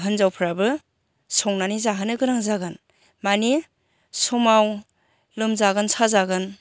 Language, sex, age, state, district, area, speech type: Bodo, female, 45-60, Assam, Chirang, rural, spontaneous